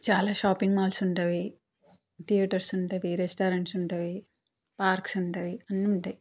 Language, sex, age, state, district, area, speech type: Telugu, female, 30-45, Telangana, Peddapalli, rural, spontaneous